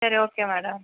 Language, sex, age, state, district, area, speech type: Telugu, female, 18-30, Andhra Pradesh, Sri Balaji, rural, conversation